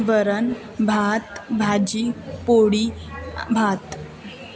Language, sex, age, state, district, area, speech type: Marathi, female, 30-45, Maharashtra, Wardha, rural, spontaneous